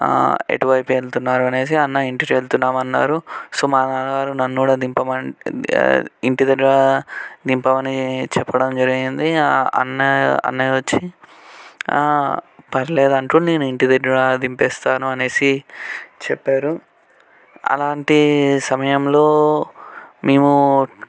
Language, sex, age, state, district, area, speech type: Telugu, male, 18-30, Telangana, Medchal, urban, spontaneous